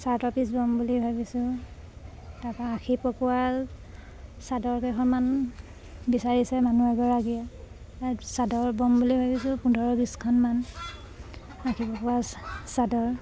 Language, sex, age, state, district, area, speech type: Assamese, female, 30-45, Assam, Sivasagar, rural, spontaneous